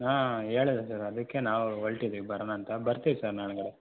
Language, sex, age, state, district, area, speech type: Kannada, male, 18-30, Karnataka, Chitradurga, rural, conversation